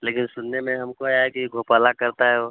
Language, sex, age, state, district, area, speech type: Hindi, male, 18-30, Bihar, Vaishali, rural, conversation